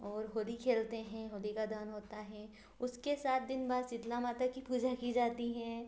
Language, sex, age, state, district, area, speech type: Hindi, female, 18-30, Madhya Pradesh, Ujjain, urban, spontaneous